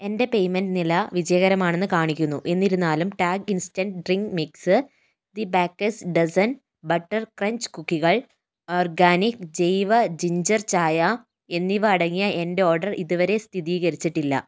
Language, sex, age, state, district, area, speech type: Malayalam, female, 30-45, Kerala, Kozhikode, urban, read